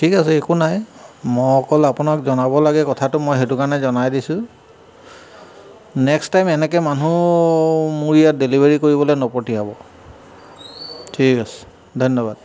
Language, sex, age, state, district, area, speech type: Assamese, male, 30-45, Assam, Charaideo, urban, spontaneous